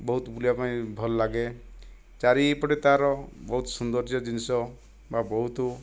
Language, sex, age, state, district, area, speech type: Odia, male, 60+, Odisha, Kandhamal, rural, spontaneous